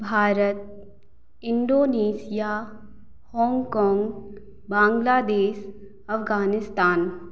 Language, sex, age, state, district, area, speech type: Hindi, female, 18-30, Madhya Pradesh, Hoshangabad, rural, spontaneous